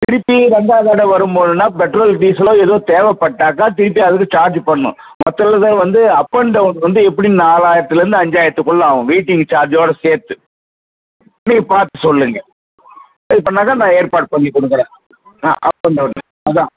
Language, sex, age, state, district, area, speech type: Tamil, male, 60+, Tamil Nadu, Viluppuram, rural, conversation